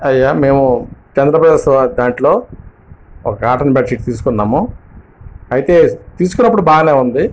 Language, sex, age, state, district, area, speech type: Telugu, male, 60+, Andhra Pradesh, Visakhapatnam, urban, spontaneous